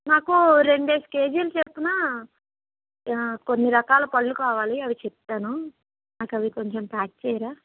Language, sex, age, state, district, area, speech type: Telugu, female, 60+, Andhra Pradesh, Konaseema, rural, conversation